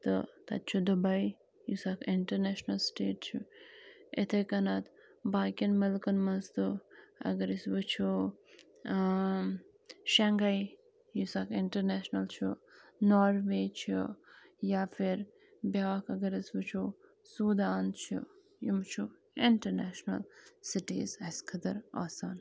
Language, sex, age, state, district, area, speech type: Kashmiri, female, 18-30, Jammu and Kashmir, Anantnag, rural, spontaneous